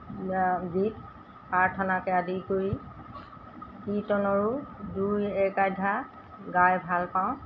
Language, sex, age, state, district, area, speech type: Assamese, female, 60+, Assam, Golaghat, rural, spontaneous